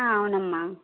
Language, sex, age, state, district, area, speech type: Telugu, female, 30-45, Andhra Pradesh, Kadapa, rural, conversation